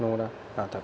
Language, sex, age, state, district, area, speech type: Bengali, male, 45-60, West Bengal, Paschim Bardhaman, urban, spontaneous